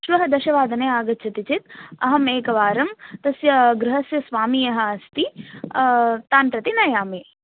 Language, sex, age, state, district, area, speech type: Sanskrit, female, 18-30, Tamil Nadu, Kanchipuram, urban, conversation